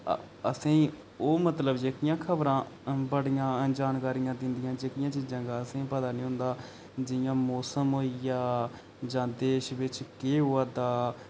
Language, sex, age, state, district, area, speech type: Dogri, male, 18-30, Jammu and Kashmir, Reasi, rural, spontaneous